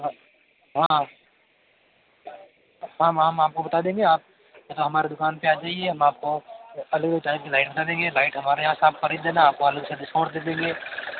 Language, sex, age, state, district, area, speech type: Hindi, male, 45-60, Rajasthan, Jodhpur, urban, conversation